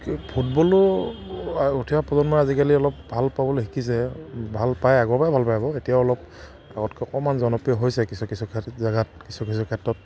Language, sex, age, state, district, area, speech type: Assamese, male, 30-45, Assam, Charaideo, rural, spontaneous